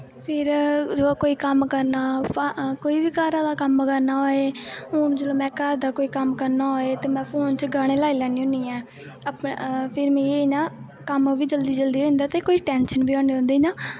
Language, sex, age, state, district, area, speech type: Dogri, female, 18-30, Jammu and Kashmir, Kathua, rural, spontaneous